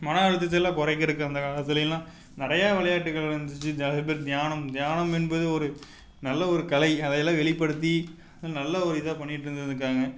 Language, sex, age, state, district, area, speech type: Tamil, male, 18-30, Tamil Nadu, Tiruppur, rural, spontaneous